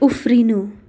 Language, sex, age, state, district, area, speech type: Nepali, female, 18-30, West Bengal, Darjeeling, rural, read